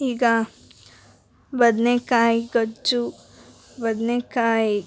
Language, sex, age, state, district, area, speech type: Kannada, female, 18-30, Karnataka, Koppal, rural, spontaneous